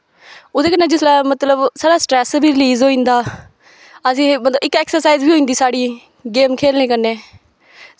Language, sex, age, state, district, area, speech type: Dogri, female, 18-30, Jammu and Kashmir, Kathua, rural, spontaneous